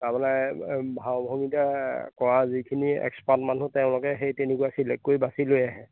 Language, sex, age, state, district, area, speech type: Assamese, male, 30-45, Assam, Majuli, urban, conversation